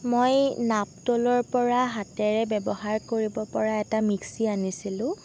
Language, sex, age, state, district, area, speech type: Assamese, female, 18-30, Assam, Sonitpur, rural, spontaneous